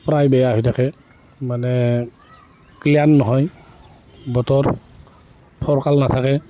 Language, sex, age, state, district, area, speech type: Assamese, male, 45-60, Assam, Barpeta, rural, spontaneous